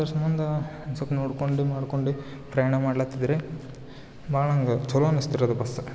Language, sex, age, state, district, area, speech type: Kannada, male, 18-30, Karnataka, Gulbarga, urban, spontaneous